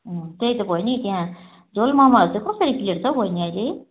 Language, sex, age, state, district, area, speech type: Nepali, female, 45-60, West Bengal, Jalpaiguri, rural, conversation